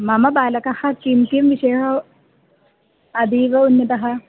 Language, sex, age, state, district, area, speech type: Sanskrit, female, 18-30, Kerala, Palakkad, rural, conversation